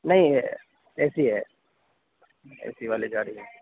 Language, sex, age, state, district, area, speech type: Urdu, male, 30-45, Uttar Pradesh, Gautam Buddha Nagar, rural, conversation